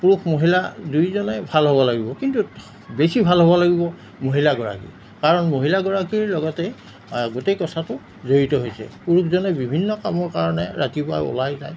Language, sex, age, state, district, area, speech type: Assamese, male, 60+, Assam, Darrang, rural, spontaneous